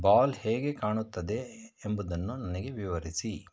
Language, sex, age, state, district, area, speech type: Kannada, male, 60+, Karnataka, Shimoga, rural, read